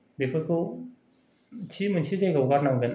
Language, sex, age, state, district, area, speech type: Bodo, male, 30-45, Assam, Kokrajhar, rural, spontaneous